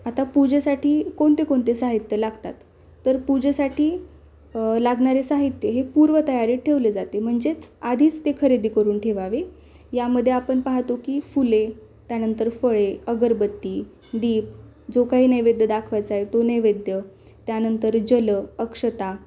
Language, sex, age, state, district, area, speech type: Marathi, female, 18-30, Maharashtra, Osmanabad, rural, spontaneous